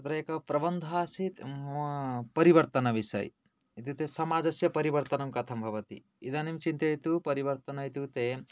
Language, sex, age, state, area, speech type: Sanskrit, male, 18-30, Odisha, rural, spontaneous